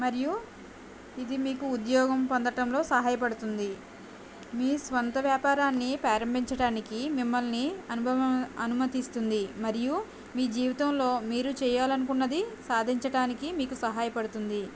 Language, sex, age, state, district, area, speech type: Telugu, female, 18-30, Andhra Pradesh, Konaseema, rural, spontaneous